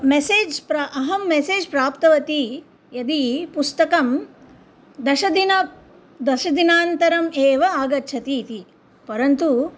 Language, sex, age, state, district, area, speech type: Sanskrit, female, 45-60, Andhra Pradesh, Nellore, urban, spontaneous